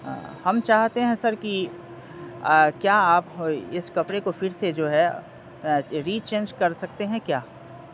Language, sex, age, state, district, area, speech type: Urdu, male, 30-45, Bihar, Madhubani, rural, spontaneous